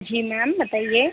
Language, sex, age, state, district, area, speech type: Hindi, female, 18-30, Madhya Pradesh, Chhindwara, urban, conversation